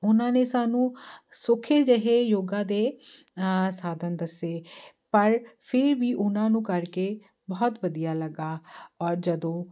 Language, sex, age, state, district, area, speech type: Punjabi, female, 30-45, Punjab, Jalandhar, urban, spontaneous